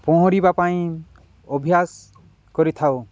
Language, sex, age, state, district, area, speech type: Odia, male, 45-60, Odisha, Nabarangpur, rural, spontaneous